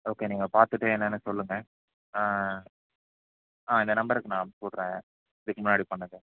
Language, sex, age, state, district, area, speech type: Tamil, male, 18-30, Tamil Nadu, Nilgiris, rural, conversation